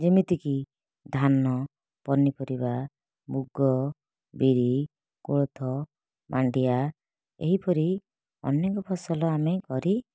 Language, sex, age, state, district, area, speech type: Odia, female, 30-45, Odisha, Kalahandi, rural, spontaneous